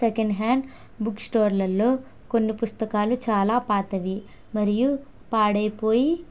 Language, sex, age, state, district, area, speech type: Telugu, female, 18-30, Andhra Pradesh, Kakinada, rural, spontaneous